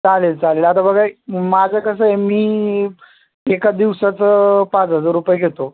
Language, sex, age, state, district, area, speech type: Marathi, male, 30-45, Maharashtra, Mumbai Suburban, urban, conversation